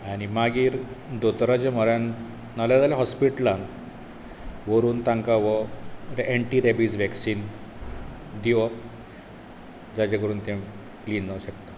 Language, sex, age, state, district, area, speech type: Goan Konkani, male, 45-60, Goa, Bardez, rural, spontaneous